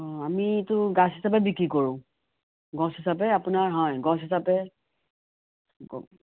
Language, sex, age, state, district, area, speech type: Assamese, female, 60+, Assam, Biswanath, rural, conversation